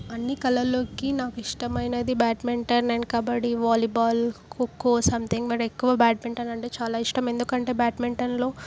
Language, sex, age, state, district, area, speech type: Telugu, female, 18-30, Telangana, Medak, urban, spontaneous